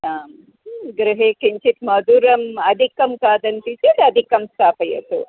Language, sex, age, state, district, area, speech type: Sanskrit, female, 45-60, Karnataka, Dharwad, urban, conversation